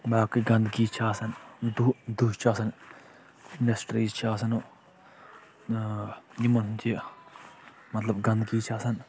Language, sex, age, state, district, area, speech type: Kashmiri, male, 30-45, Jammu and Kashmir, Anantnag, rural, spontaneous